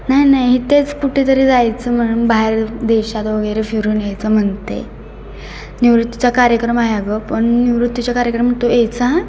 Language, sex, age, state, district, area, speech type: Marathi, female, 18-30, Maharashtra, Satara, urban, spontaneous